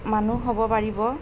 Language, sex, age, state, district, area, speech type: Assamese, female, 45-60, Assam, Nalbari, rural, spontaneous